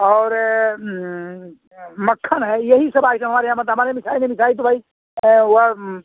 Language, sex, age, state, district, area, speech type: Hindi, male, 45-60, Uttar Pradesh, Azamgarh, rural, conversation